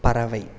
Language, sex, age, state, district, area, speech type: Tamil, male, 30-45, Tamil Nadu, Coimbatore, rural, read